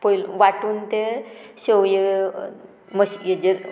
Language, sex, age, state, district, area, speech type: Goan Konkani, female, 45-60, Goa, Murmgao, rural, spontaneous